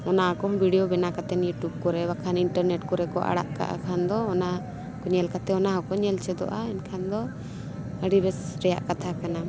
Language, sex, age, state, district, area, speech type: Santali, female, 18-30, Jharkhand, Bokaro, rural, spontaneous